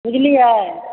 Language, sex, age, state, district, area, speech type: Maithili, female, 60+, Bihar, Supaul, rural, conversation